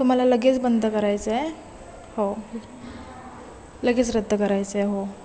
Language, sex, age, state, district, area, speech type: Marathi, female, 18-30, Maharashtra, Ratnagiri, rural, spontaneous